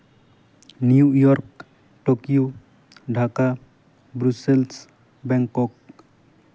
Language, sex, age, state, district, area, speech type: Santali, male, 18-30, West Bengal, Jhargram, rural, spontaneous